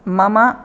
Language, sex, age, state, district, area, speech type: Sanskrit, female, 45-60, Karnataka, Dakshina Kannada, urban, spontaneous